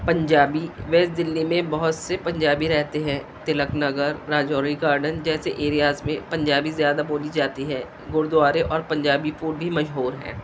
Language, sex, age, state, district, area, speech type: Urdu, female, 45-60, Delhi, South Delhi, urban, spontaneous